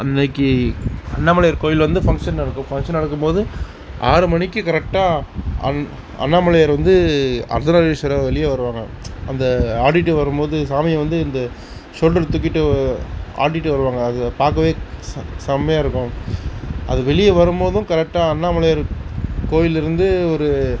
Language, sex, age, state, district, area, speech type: Tamil, male, 60+, Tamil Nadu, Mayiladuthurai, rural, spontaneous